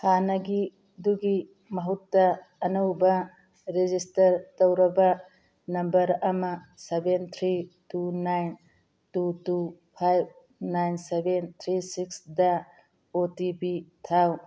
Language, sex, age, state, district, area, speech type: Manipuri, female, 45-60, Manipur, Churachandpur, urban, read